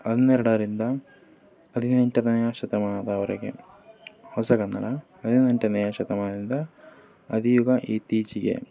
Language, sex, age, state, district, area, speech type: Kannada, male, 18-30, Karnataka, Davanagere, urban, spontaneous